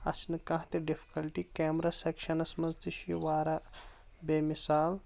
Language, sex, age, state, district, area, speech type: Kashmiri, male, 18-30, Jammu and Kashmir, Kulgam, urban, spontaneous